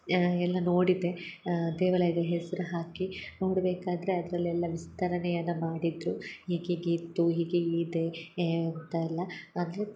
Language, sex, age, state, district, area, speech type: Kannada, female, 18-30, Karnataka, Hassan, urban, spontaneous